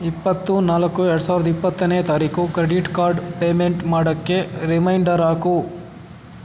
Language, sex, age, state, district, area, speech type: Kannada, male, 60+, Karnataka, Kolar, rural, read